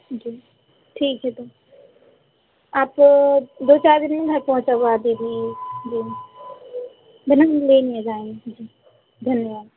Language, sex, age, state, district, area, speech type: Hindi, female, 18-30, Madhya Pradesh, Hoshangabad, urban, conversation